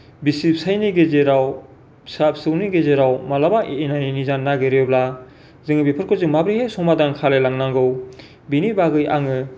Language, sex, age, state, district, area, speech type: Bodo, male, 45-60, Assam, Kokrajhar, rural, spontaneous